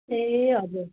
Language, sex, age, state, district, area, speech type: Nepali, female, 45-60, West Bengal, Jalpaiguri, urban, conversation